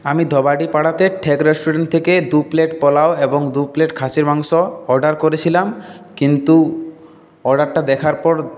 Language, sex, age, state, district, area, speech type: Bengali, male, 30-45, West Bengal, Purulia, urban, spontaneous